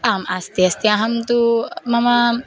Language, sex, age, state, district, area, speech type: Sanskrit, female, 18-30, Kerala, Thiruvananthapuram, urban, spontaneous